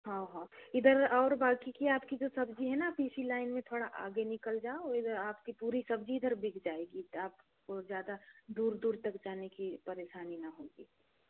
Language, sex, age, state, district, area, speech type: Hindi, female, 60+, Madhya Pradesh, Bhopal, rural, conversation